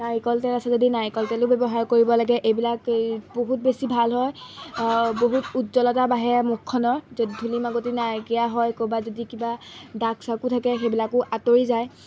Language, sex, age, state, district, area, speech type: Assamese, female, 18-30, Assam, Golaghat, rural, spontaneous